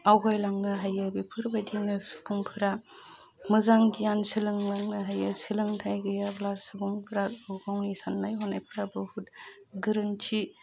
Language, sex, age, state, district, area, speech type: Bodo, female, 30-45, Assam, Udalguri, urban, spontaneous